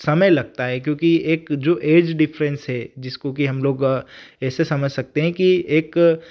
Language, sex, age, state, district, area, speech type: Hindi, male, 18-30, Madhya Pradesh, Ujjain, rural, spontaneous